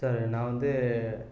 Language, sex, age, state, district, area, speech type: Tamil, male, 30-45, Tamil Nadu, Erode, rural, spontaneous